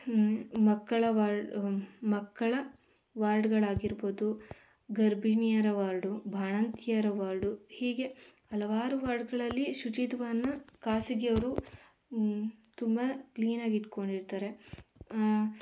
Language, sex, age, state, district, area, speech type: Kannada, female, 18-30, Karnataka, Mandya, rural, spontaneous